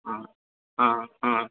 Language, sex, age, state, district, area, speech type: Maithili, male, 30-45, Bihar, Purnia, rural, conversation